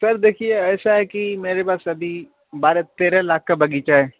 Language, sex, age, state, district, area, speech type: Urdu, male, 30-45, Bihar, Khagaria, rural, conversation